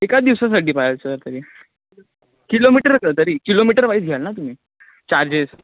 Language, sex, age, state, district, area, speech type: Marathi, male, 18-30, Maharashtra, Thane, urban, conversation